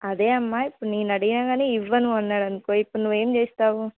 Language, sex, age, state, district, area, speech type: Telugu, female, 18-30, Telangana, Hanamkonda, rural, conversation